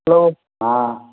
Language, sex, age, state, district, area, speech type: Bengali, male, 60+, West Bengal, Uttar Dinajpur, rural, conversation